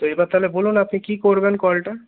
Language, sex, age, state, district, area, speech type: Bengali, male, 60+, West Bengal, Paschim Bardhaman, urban, conversation